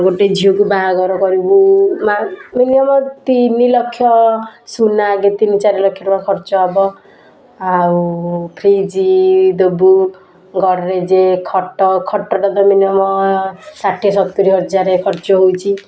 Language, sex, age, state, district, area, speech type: Odia, female, 18-30, Odisha, Kendujhar, urban, spontaneous